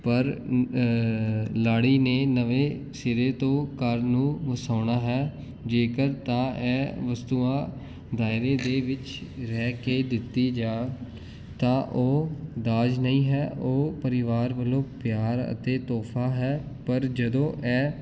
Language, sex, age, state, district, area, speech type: Punjabi, male, 18-30, Punjab, Jalandhar, urban, spontaneous